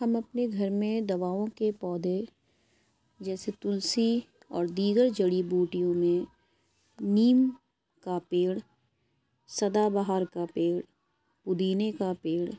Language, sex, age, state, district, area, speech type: Urdu, female, 18-30, Uttar Pradesh, Lucknow, rural, spontaneous